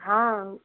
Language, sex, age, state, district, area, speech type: Hindi, female, 60+, Uttar Pradesh, Sitapur, rural, conversation